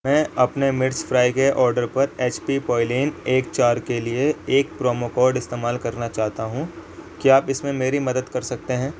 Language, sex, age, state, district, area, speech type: Urdu, male, 18-30, Uttar Pradesh, Ghaziabad, urban, read